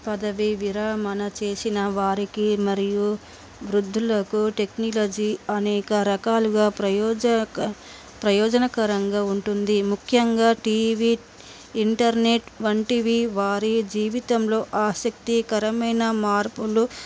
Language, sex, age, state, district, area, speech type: Telugu, female, 30-45, Telangana, Nizamabad, urban, spontaneous